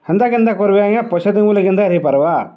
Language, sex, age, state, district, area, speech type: Odia, male, 45-60, Odisha, Balangir, urban, spontaneous